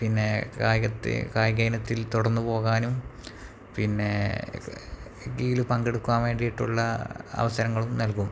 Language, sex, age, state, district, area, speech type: Malayalam, male, 30-45, Kerala, Malappuram, rural, spontaneous